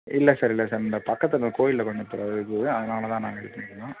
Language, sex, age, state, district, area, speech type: Tamil, male, 18-30, Tamil Nadu, Thanjavur, rural, conversation